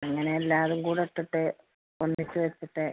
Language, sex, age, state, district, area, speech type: Malayalam, female, 60+, Kerala, Malappuram, rural, conversation